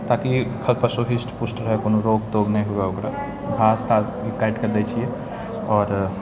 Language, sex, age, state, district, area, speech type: Maithili, male, 60+, Bihar, Purnia, rural, spontaneous